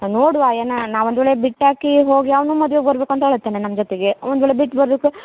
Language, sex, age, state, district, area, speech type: Kannada, female, 30-45, Karnataka, Uttara Kannada, rural, conversation